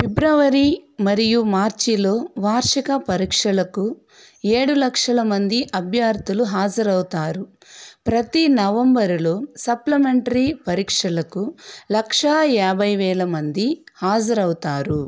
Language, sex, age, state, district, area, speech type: Telugu, female, 45-60, Andhra Pradesh, Sri Balaji, rural, read